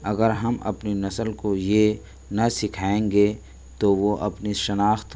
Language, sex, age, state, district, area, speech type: Urdu, male, 18-30, Delhi, New Delhi, rural, spontaneous